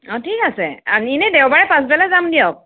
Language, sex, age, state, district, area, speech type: Assamese, female, 30-45, Assam, Sonitpur, urban, conversation